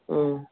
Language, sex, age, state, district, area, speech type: Kannada, female, 60+, Karnataka, Gulbarga, urban, conversation